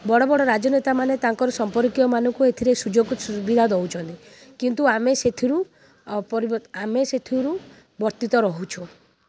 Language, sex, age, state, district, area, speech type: Odia, female, 30-45, Odisha, Kendrapara, urban, spontaneous